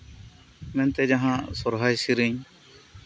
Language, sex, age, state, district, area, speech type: Santali, male, 30-45, West Bengal, Birbhum, rural, spontaneous